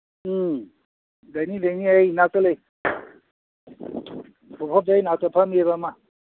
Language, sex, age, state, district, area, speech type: Manipuri, male, 60+, Manipur, Kakching, rural, conversation